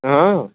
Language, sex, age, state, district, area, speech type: Odia, male, 30-45, Odisha, Sambalpur, rural, conversation